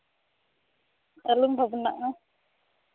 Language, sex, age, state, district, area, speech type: Santali, female, 18-30, Jharkhand, Pakur, rural, conversation